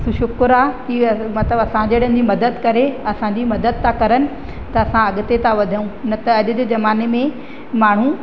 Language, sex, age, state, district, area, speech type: Sindhi, female, 30-45, Madhya Pradesh, Katni, rural, spontaneous